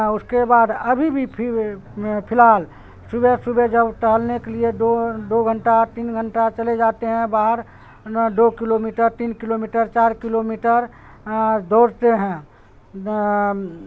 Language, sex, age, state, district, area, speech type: Urdu, male, 45-60, Bihar, Supaul, rural, spontaneous